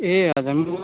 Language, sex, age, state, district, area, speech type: Nepali, male, 18-30, West Bengal, Darjeeling, rural, conversation